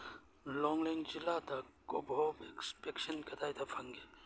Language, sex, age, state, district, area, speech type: Manipuri, male, 30-45, Manipur, Churachandpur, rural, read